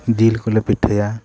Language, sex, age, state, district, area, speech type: Santali, male, 45-60, Odisha, Mayurbhanj, rural, spontaneous